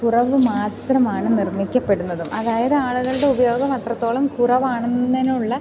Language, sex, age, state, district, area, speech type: Malayalam, female, 18-30, Kerala, Idukki, rural, spontaneous